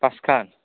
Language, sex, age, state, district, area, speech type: Assamese, male, 30-45, Assam, Udalguri, rural, conversation